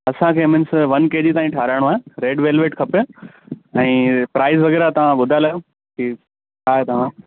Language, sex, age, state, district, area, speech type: Sindhi, male, 18-30, Gujarat, Kutch, urban, conversation